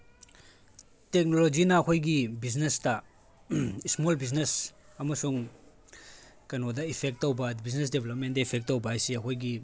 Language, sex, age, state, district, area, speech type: Manipuri, male, 18-30, Manipur, Tengnoupal, rural, spontaneous